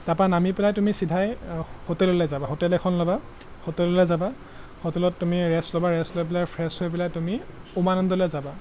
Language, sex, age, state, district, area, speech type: Assamese, male, 18-30, Assam, Golaghat, urban, spontaneous